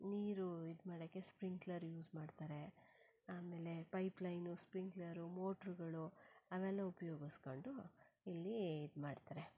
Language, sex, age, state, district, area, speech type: Kannada, female, 30-45, Karnataka, Shimoga, rural, spontaneous